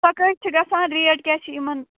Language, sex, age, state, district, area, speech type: Kashmiri, female, 45-60, Jammu and Kashmir, Ganderbal, rural, conversation